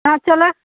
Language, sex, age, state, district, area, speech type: Hindi, female, 30-45, Uttar Pradesh, Prayagraj, urban, conversation